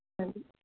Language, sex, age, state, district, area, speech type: Punjabi, female, 18-30, Punjab, Tarn Taran, rural, conversation